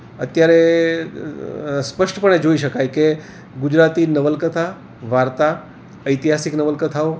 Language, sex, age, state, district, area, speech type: Gujarati, male, 60+, Gujarat, Rajkot, urban, spontaneous